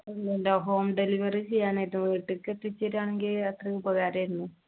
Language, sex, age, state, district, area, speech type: Malayalam, female, 18-30, Kerala, Palakkad, rural, conversation